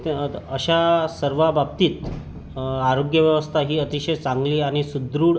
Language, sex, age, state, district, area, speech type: Marathi, male, 30-45, Maharashtra, Yavatmal, rural, spontaneous